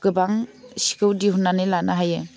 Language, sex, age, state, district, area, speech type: Bodo, female, 30-45, Assam, Udalguri, rural, spontaneous